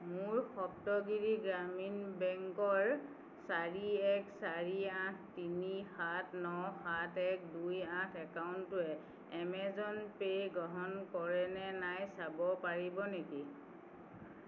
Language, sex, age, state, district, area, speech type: Assamese, female, 45-60, Assam, Tinsukia, urban, read